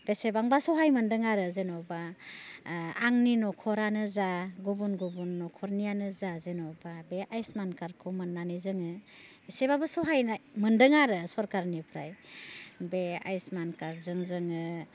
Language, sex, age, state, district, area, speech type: Bodo, female, 45-60, Assam, Baksa, rural, spontaneous